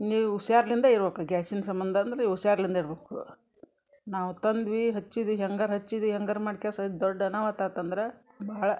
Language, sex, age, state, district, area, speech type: Kannada, female, 60+, Karnataka, Gadag, urban, spontaneous